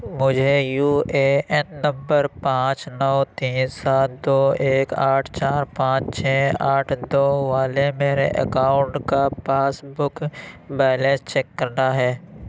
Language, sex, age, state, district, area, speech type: Urdu, male, 30-45, Uttar Pradesh, Lucknow, rural, read